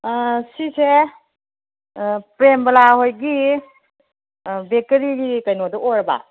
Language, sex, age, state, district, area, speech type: Manipuri, female, 45-60, Manipur, Kangpokpi, urban, conversation